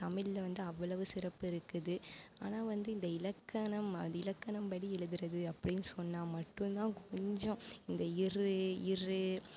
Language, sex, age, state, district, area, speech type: Tamil, female, 18-30, Tamil Nadu, Mayiladuthurai, urban, spontaneous